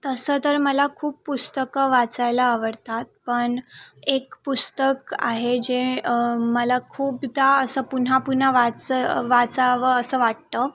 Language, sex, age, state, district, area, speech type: Marathi, female, 18-30, Maharashtra, Sindhudurg, rural, spontaneous